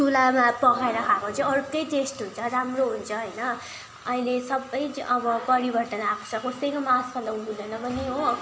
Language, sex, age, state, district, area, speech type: Nepali, female, 18-30, West Bengal, Darjeeling, rural, spontaneous